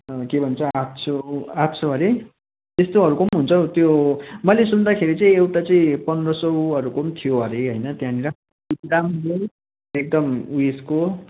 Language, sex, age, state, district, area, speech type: Nepali, male, 18-30, West Bengal, Kalimpong, rural, conversation